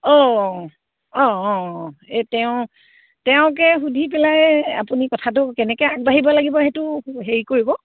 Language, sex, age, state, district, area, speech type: Assamese, female, 45-60, Assam, Sivasagar, rural, conversation